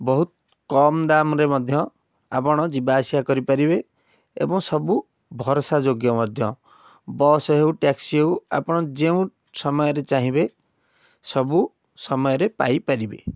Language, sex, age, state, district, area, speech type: Odia, male, 18-30, Odisha, Cuttack, urban, spontaneous